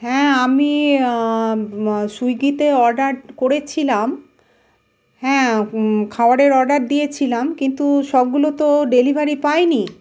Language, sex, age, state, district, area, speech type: Bengali, female, 45-60, West Bengal, Malda, rural, spontaneous